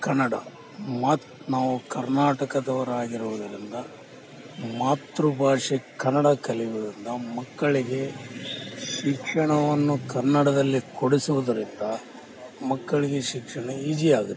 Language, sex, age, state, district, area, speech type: Kannada, male, 45-60, Karnataka, Bellary, rural, spontaneous